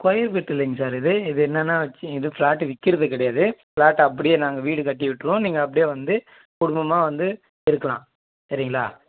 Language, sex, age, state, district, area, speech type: Tamil, male, 18-30, Tamil Nadu, Vellore, urban, conversation